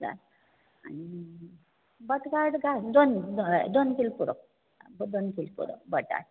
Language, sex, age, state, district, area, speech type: Goan Konkani, female, 60+, Goa, Bardez, rural, conversation